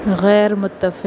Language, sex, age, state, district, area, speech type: Urdu, female, 30-45, Uttar Pradesh, Aligarh, urban, read